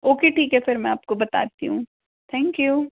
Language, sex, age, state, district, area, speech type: Hindi, female, 60+, Madhya Pradesh, Bhopal, urban, conversation